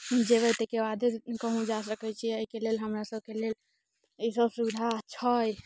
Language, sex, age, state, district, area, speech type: Maithili, female, 18-30, Bihar, Muzaffarpur, urban, spontaneous